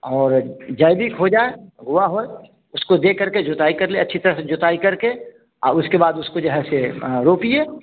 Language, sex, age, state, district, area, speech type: Hindi, male, 60+, Bihar, Samastipur, rural, conversation